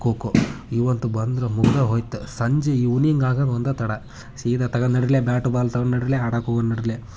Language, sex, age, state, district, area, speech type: Kannada, male, 18-30, Karnataka, Haveri, rural, spontaneous